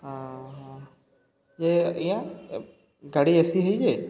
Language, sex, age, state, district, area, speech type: Odia, male, 30-45, Odisha, Subarnapur, urban, spontaneous